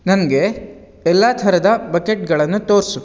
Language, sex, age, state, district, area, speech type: Kannada, male, 30-45, Karnataka, Bangalore Rural, rural, read